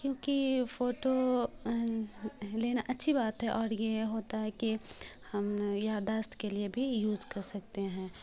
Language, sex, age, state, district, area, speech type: Urdu, female, 18-30, Bihar, Khagaria, rural, spontaneous